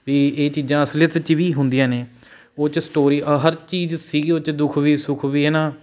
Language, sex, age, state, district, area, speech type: Punjabi, male, 18-30, Punjab, Patiala, urban, spontaneous